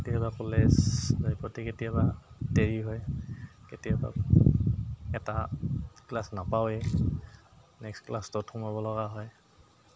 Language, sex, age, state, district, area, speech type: Assamese, male, 30-45, Assam, Goalpara, urban, spontaneous